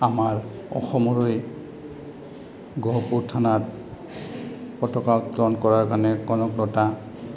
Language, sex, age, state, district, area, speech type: Assamese, male, 60+, Assam, Goalpara, rural, spontaneous